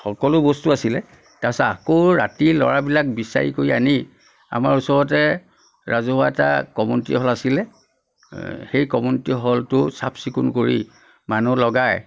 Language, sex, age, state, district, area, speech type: Assamese, male, 60+, Assam, Nagaon, rural, spontaneous